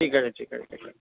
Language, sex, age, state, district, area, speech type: Bengali, male, 18-30, West Bengal, Purba Bardhaman, urban, conversation